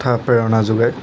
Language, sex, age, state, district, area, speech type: Assamese, male, 18-30, Assam, Nagaon, rural, spontaneous